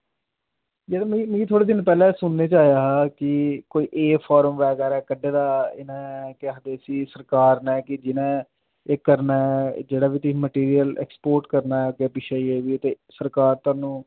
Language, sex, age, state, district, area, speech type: Dogri, male, 30-45, Jammu and Kashmir, Jammu, urban, conversation